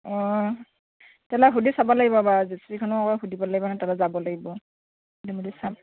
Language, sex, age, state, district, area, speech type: Assamese, female, 45-60, Assam, Lakhimpur, rural, conversation